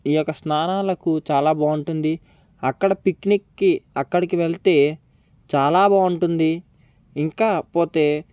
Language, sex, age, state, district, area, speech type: Telugu, male, 18-30, Andhra Pradesh, Konaseema, rural, spontaneous